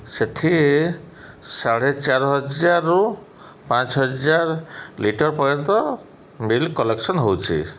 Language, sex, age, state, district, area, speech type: Odia, male, 30-45, Odisha, Subarnapur, urban, spontaneous